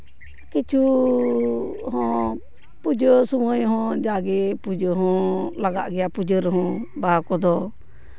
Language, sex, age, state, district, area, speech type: Santali, female, 45-60, West Bengal, Purba Bardhaman, rural, spontaneous